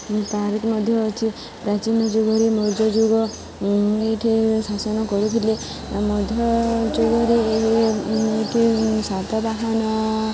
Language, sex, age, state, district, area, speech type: Odia, female, 18-30, Odisha, Subarnapur, urban, spontaneous